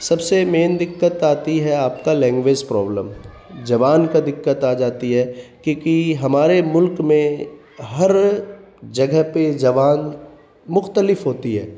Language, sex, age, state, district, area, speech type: Urdu, male, 30-45, Bihar, Khagaria, rural, spontaneous